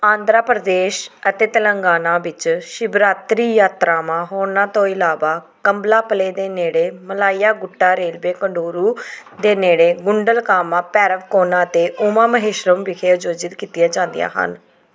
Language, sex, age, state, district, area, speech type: Punjabi, female, 30-45, Punjab, Pathankot, rural, read